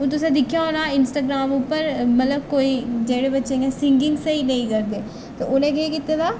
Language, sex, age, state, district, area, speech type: Dogri, female, 18-30, Jammu and Kashmir, Reasi, rural, spontaneous